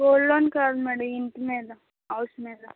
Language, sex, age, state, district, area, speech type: Telugu, female, 18-30, Andhra Pradesh, Anakapalli, rural, conversation